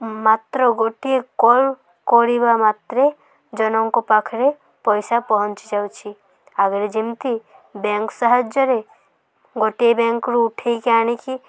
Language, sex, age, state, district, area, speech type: Odia, female, 18-30, Odisha, Malkangiri, urban, spontaneous